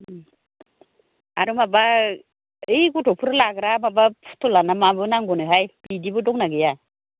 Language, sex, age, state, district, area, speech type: Bodo, female, 45-60, Assam, Baksa, rural, conversation